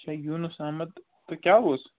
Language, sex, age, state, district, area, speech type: Kashmiri, male, 45-60, Jammu and Kashmir, Budgam, urban, conversation